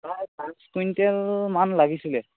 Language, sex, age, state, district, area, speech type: Assamese, male, 18-30, Assam, Sivasagar, rural, conversation